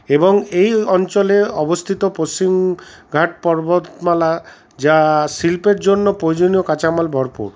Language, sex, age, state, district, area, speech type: Bengali, male, 45-60, West Bengal, Paschim Bardhaman, urban, spontaneous